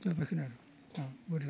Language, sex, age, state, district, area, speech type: Bodo, male, 60+, Assam, Baksa, urban, spontaneous